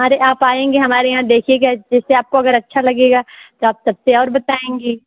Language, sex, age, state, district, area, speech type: Hindi, female, 45-60, Uttar Pradesh, Azamgarh, rural, conversation